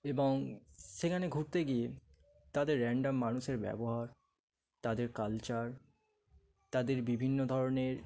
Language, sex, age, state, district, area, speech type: Bengali, male, 18-30, West Bengal, Dakshin Dinajpur, urban, spontaneous